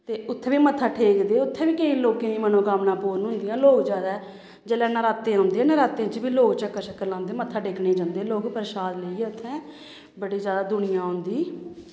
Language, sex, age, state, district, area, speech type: Dogri, female, 30-45, Jammu and Kashmir, Samba, rural, spontaneous